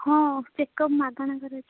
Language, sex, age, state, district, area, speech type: Odia, female, 18-30, Odisha, Ganjam, urban, conversation